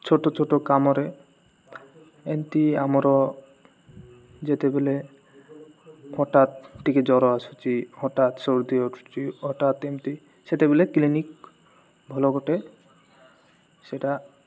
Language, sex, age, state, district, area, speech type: Odia, male, 18-30, Odisha, Malkangiri, urban, spontaneous